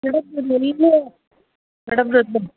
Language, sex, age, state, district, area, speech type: Kannada, female, 45-60, Karnataka, Bangalore Urban, urban, conversation